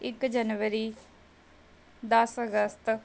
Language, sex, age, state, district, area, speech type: Punjabi, female, 30-45, Punjab, Bathinda, urban, spontaneous